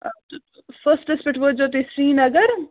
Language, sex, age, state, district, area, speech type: Kashmiri, other, 18-30, Jammu and Kashmir, Bandipora, rural, conversation